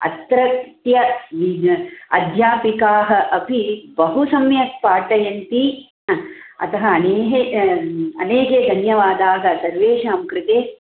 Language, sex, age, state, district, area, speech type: Sanskrit, female, 45-60, Tamil Nadu, Coimbatore, urban, conversation